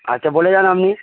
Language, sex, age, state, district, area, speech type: Bengali, male, 45-60, West Bengal, Darjeeling, rural, conversation